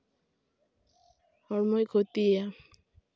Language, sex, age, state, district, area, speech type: Santali, female, 18-30, West Bengal, Jhargram, rural, spontaneous